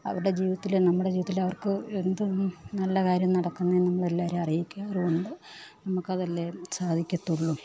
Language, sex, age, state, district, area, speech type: Malayalam, female, 30-45, Kerala, Pathanamthitta, rural, spontaneous